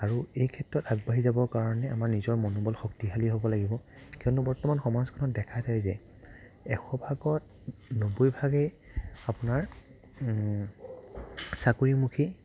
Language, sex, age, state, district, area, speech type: Assamese, male, 30-45, Assam, Morigaon, rural, spontaneous